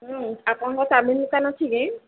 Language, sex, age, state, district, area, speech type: Odia, female, 45-60, Odisha, Sambalpur, rural, conversation